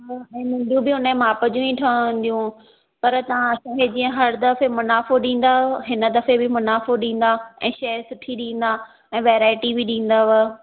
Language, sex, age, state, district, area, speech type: Sindhi, female, 30-45, Maharashtra, Thane, urban, conversation